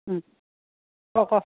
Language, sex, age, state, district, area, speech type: Assamese, female, 30-45, Assam, Dibrugarh, urban, conversation